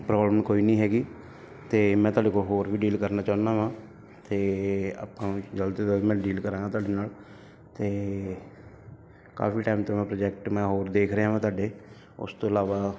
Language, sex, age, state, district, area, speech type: Punjabi, male, 30-45, Punjab, Ludhiana, urban, spontaneous